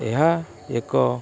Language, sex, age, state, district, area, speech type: Odia, male, 18-30, Odisha, Kendrapara, urban, spontaneous